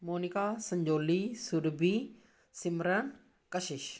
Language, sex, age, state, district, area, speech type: Punjabi, female, 45-60, Punjab, Amritsar, urban, spontaneous